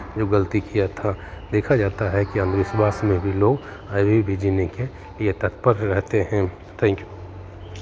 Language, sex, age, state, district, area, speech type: Hindi, male, 45-60, Bihar, Begusarai, urban, spontaneous